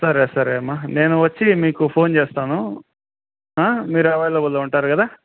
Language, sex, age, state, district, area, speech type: Telugu, male, 30-45, Andhra Pradesh, Kadapa, urban, conversation